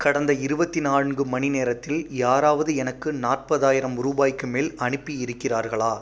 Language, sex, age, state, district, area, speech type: Tamil, male, 18-30, Tamil Nadu, Pudukkottai, rural, read